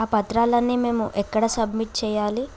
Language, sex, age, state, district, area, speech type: Telugu, female, 18-30, Telangana, Bhadradri Kothagudem, rural, spontaneous